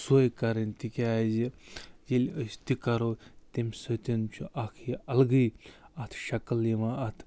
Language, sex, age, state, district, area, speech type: Kashmiri, male, 45-60, Jammu and Kashmir, Budgam, rural, spontaneous